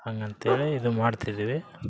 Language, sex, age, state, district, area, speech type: Kannada, male, 18-30, Karnataka, Vijayanagara, rural, spontaneous